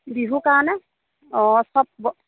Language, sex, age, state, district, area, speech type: Assamese, female, 30-45, Assam, Charaideo, rural, conversation